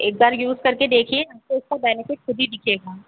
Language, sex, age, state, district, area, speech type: Hindi, female, 30-45, Uttar Pradesh, Sitapur, rural, conversation